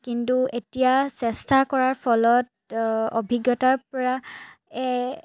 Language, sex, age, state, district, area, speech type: Assamese, female, 18-30, Assam, Charaideo, urban, spontaneous